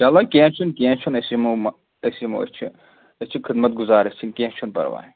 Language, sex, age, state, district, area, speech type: Kashmiri, male, 30-45, Jammu and Kashmir, Anantnag, rural, conversation